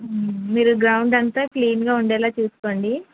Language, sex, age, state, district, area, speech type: Telugu, female, 18-30, Andhra Pradesh, Krishna, urban, conversation